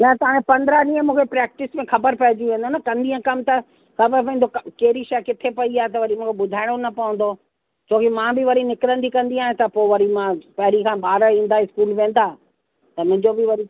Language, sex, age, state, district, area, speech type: Sindhi, female, 60+, Uttar Pradesh, Lucknow, rural, conversation